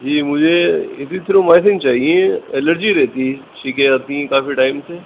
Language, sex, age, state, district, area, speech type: Urdu, male, 18-30, Uttar Pradesh, Rampur, urban, conversation